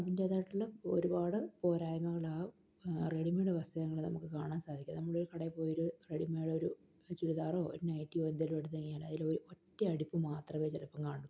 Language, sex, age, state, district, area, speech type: Malayalam, female, 30-45, Kerala, Palakkad, rural, spontaneous